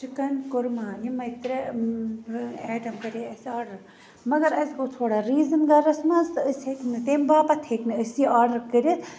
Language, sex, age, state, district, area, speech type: Kashmiri, female, 30-45, Jammu and Kashmir, Baramulla, rural, spontaneous